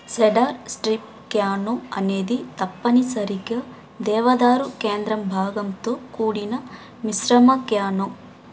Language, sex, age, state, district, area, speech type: Telugu, female, 18-30, Andhra Pradesh, Sri Balaji, rural, read